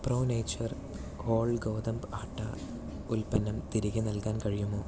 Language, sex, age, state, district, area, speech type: Malayalam, male, 18-30, Kerala, Malappuram, rural, read